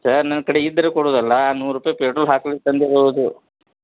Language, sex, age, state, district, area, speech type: Kannada, male, 30-45, Karnataka, Belgaum, rural, conversation